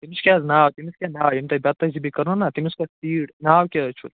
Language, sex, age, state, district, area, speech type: Kashmiri, male, 45-60, Jammu and Kashmir, Budgam, urban, conversation